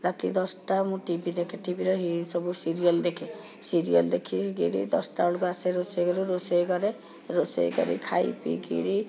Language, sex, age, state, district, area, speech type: Odia, female, 60+, Odisha, Cuttack, urban, spontaneous